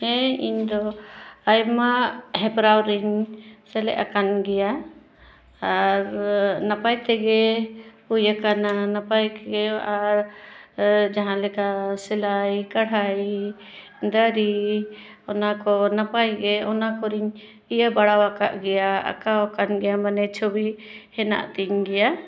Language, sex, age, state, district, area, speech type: Santali, female, 45-60, Jharkhand, Bokaro, rural, spontaneous